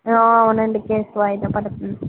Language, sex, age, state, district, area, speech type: Telugu, female, 45-60, Andhra Pradesh, East Godavari, urban, conversation